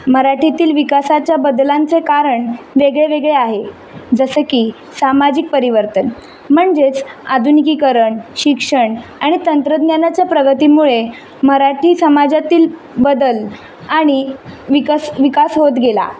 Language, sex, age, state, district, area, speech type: Marathi, female, 18-30, Maharashtra, Mumbai City, urban, spontaneous